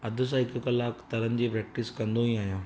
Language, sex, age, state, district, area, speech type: Sindhi, male, 30-45, Gujarat, Surat, urban, spontaneous